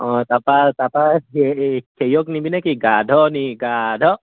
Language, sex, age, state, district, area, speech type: Assamese, male, 18-30, Assam, Lakhimpur, urban, conversation